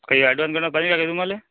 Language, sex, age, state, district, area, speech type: Marathi, male, 30-45, Maharashtra, Amravati, urban, conversation